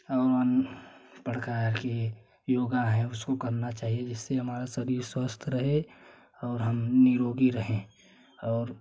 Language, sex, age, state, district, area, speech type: Hindi, male, 18-30, Uttar Pradesh, Jaunpur, rural, spontaneous